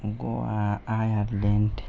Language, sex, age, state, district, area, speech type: Bengali, male, 18-30, West Bengal, Malda, urban, spontaneous